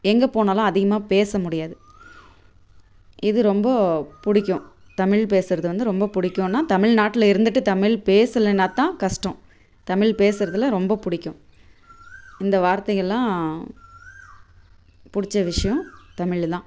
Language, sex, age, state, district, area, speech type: Tamil, female, 30-45, Tamil Nadu, Tirupattur, rural, spontaneous